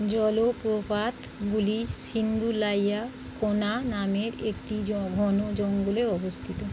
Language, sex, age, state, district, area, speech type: Bengali, female, 30-45, West Bengal, North 24 Parganas, urban, read